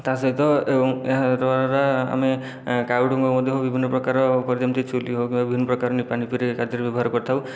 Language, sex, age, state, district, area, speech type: Odia, male, 30-45, Odisha, Khordha, rural, spontaneous